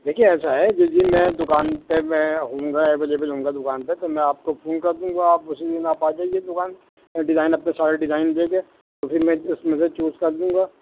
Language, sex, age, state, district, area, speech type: Urdu, male, 45-60, Delhi, Central Delhi, urban, conversation